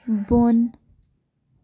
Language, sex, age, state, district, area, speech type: Kashmiri, female, 18-30, Jammu and Kashmir, Baramulla, rural, read